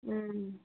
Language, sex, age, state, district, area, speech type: Tamil, female, 30-45, Tamil Nadu, Mayiladuthurai, rural, conversation